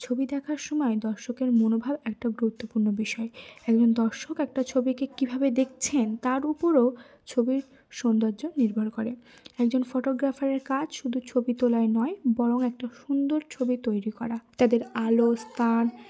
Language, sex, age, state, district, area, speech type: Bengali, female, 18-30, West Bengal, Cooch Behar, urban, spontaneous